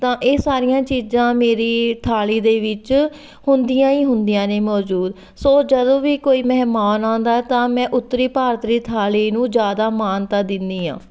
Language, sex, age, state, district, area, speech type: Punjabi, female, 30-45, Punjab, Fatehgarh Sahib, urban, spontaneous